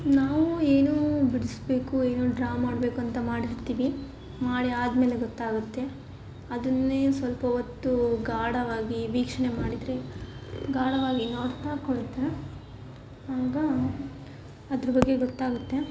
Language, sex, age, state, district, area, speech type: Kannada, female, 18-30, Karnataka, Davanagere, rural, spontaneous